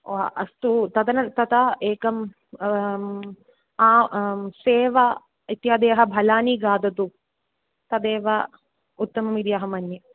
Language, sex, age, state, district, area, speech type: Sanskrit, female, 18-30, Kerala, Kannur, urban, conversation